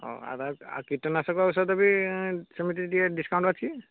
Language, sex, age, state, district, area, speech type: Odia, male, 30-45, Odisha, Balasore, rural, conversation